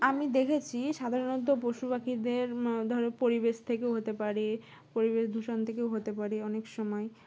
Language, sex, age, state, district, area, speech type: Bengali, female, 18-30, West Bengal, Dakshin Dinajpur, urban, spontaneous